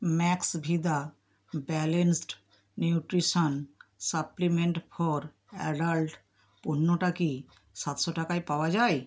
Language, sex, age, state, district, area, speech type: Bengali, female, 60+, West Bengal, Bankura, urban, read